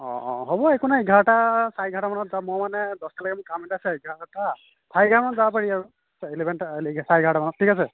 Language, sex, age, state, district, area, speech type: Assamese, male, 45-60, Assam, Nagaon, rural, conversation